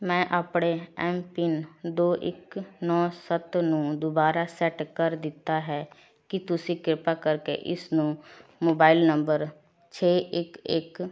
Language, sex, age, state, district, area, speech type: Punjabi, female, 30-45, Punjab, Shaheed Bhagat Singh Nagar, rural, read